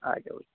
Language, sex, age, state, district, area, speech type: Urdu, male, 18-30, Uttar Pradesh, Muzaffarnagar, urban, conversation